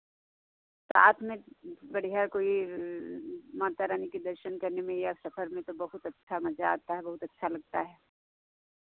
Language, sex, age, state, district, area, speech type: Hindi, female, 60+, Uttar Pradesh, Sitapur, rural, conversation